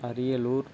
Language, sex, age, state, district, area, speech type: Tamil, male, 45-60, Tamil Nadu, Ariyalur, rural, spontaneous